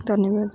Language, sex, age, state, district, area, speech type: Odia, female, 18-30, Odisha, Jagatsinghpur, rural, spontaneous